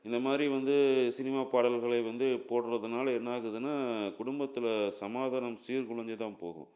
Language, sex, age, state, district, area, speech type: Tamil, male, 45-60, Tamil Nadu, Salem, urban, spontaneous